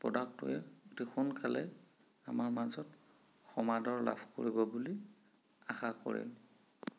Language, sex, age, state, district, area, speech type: Assamese, male, 30-45, Assam, Sonitpur, rural, spontaneous